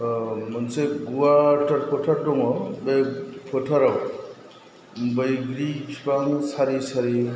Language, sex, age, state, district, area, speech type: Bodo, male, 45-60, Assam, Chirang, urban, spontaneous